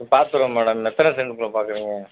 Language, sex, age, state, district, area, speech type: Tamil, male, 30-45, Tamil Nadu, Madurai, urban, conversation